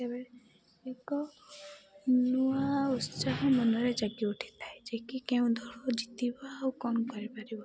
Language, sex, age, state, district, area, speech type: Odia, female, 18-30, Odisha, Rayagada, rural, spontaneous